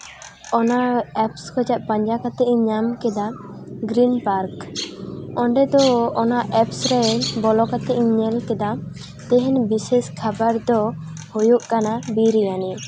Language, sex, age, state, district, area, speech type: Santali, female, 18-30, West Bengal, Jhargram, rural, spontaneous